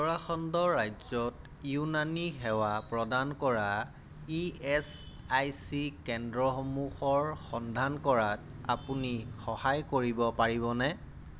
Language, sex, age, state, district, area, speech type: Assamese, male, 30-45, Assam, Golaghat, urban, read